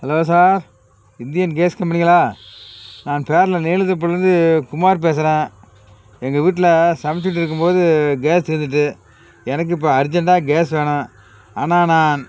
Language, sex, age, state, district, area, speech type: Tamil, male, 60+, Tamil Nadu, Tiruvarur, rural, spontaneous